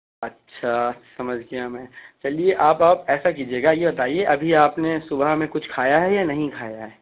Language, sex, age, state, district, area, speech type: Urdu, male, 18-30, Uttar Pradesh, Shahjahanpur, urban, conversation